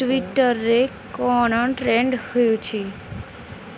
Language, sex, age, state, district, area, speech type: Odia, female, 18-30, Odisha, Jagatsinghpur, urban, read